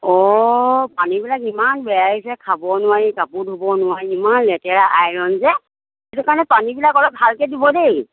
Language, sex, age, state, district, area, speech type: Assamese, female, 60+, Assam, Lakhimpur, urban, conversation